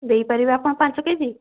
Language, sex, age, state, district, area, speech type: Odia, female, 18-30, Odisha, Mayurbhanj, rural, conversation